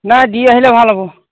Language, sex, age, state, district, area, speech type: Assamese, male, 30-45, Assam, Golaghat, rural, conversation